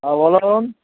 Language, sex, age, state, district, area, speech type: Bengali, male, 45-60, West Bengal, Dakshin Dinajpur, rural, conversation